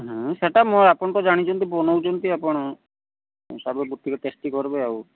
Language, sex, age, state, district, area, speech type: Odia, male, 45-60, Odisha, Sundergarh, rural, conversation